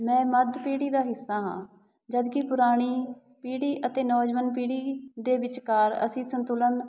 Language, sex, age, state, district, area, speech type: Punjabi, female, 30-45, Punjab, Shaheed Bhagat Singh Nagar, urban, spontaneous